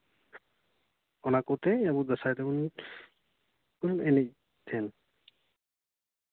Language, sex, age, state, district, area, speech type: Santali, male, 18-30, West Bengal, Paschim Bardhaman, rural, conversation